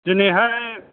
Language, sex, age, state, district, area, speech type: Bodo, male, 60+, Assam, Chirang, rural, conversation